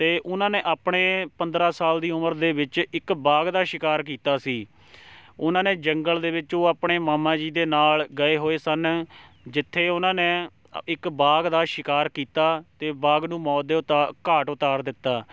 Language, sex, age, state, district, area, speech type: Punjabi, male, 18-30, Punjab, Shaheed Bhagat Singh Nagar, rural, spontaneous